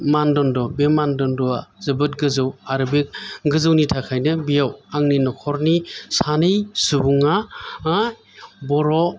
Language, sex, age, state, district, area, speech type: Bodo, male, 45-60, Assam, Chirang, urban, spontaneous